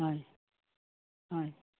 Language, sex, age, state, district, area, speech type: Assamese, female, 60+, Assam, Biswanath, rural, conversation